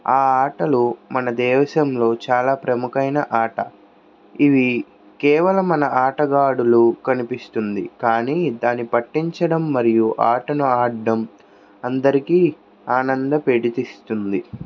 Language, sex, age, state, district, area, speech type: Telugu, male, 60+, Andhra Pradesh, Krishna, urban, spontaneous